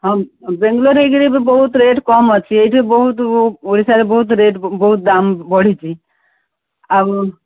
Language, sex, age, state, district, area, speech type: Odia, female, 60+, Odisha, Gajapati, rural, conversation